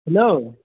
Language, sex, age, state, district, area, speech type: Assamese, male, 45-60, Assam, Morigaon, rural, conversation